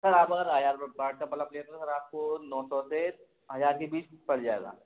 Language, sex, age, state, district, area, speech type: Hindi, male, 18-30, Madhya Pradesh, Gwalior, urban, conversation